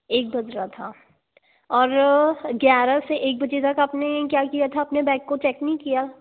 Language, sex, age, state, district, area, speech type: Hindi, female, 18-30, Madhya Pradesh, Betul, rural, conversation